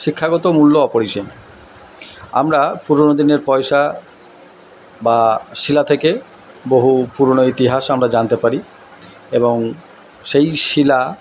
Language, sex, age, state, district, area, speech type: Bengali, male, 45-60, West Bengal, Purba Bardhaman, urban, spontaneous